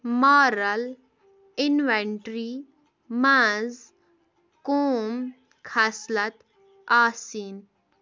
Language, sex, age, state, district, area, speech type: Kashmiri, female, 18-30, Jammu and Kashmir, Kupwara, rural, read